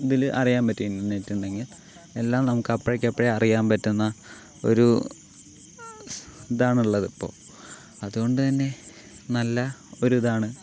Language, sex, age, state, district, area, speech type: Malayalam, male, 18-30, Kerala, Palakkad, urban, spontaneous